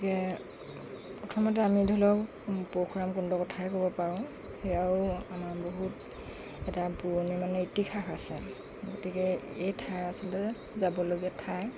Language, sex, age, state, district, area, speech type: Assamese, female, 45-60, Assam, Lakhimpur, rural, spontaneous